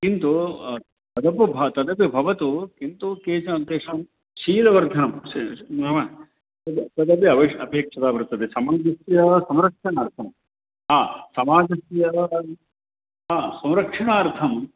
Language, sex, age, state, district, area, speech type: Sanskrit, male, 45-60, Karnataka, Uttara Kannada, rural, conversation